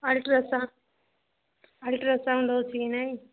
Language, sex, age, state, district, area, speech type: Odia, female, 18-30, Odisha, Nabarangpur, urban, conversation